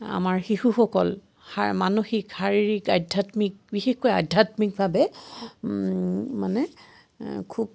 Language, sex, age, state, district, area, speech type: Assamese, female, 45-60, Assam, Biswanath, rural, spontaneous